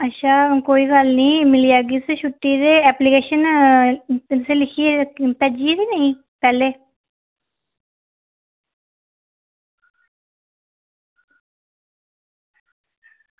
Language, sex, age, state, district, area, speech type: Dogri, female, 30-45, Jammu and Kashmir, Reasi, urban, conversation